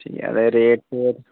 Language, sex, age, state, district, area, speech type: Dogri, male, 18-30, Jammu and Kashmir, Reasi, rural, conversation